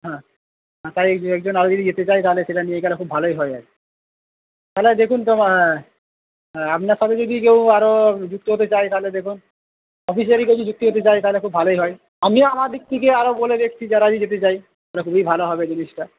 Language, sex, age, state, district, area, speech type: Bengali, male, 18-30, West Bengal, Paschim Medinipur, rural, conversation